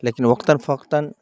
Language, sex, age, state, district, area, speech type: Urdu, male, 30-45, Bihar, Khagaria, rural, spontaneous